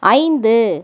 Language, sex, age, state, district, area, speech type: Tamil, female, 30-45, Tamil Nadu, Tiruvarur, rural, read